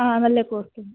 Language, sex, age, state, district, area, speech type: Malayalam, female, 18-30, Kerala, Kasaragod, rural, conversation